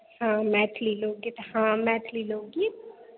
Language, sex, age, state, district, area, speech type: Maithili, female, 18-30, Bihar, Madhubani, rural, conversation